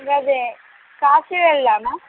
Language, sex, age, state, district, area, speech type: Telugu, female, 45-60, Andhra Pradesh, Srikakulam, rural, conversation